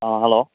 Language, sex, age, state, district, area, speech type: Manipuri, male, 18-30, Manipur, Churachandpur, rural, conversation